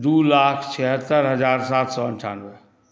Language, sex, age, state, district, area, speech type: Maithili, male, 60+, Bihar, Saharsa, urban, spontaneous